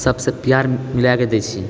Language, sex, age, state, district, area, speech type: Maithili, male, 30-45, Bihar, Purnia, rural, spontaneous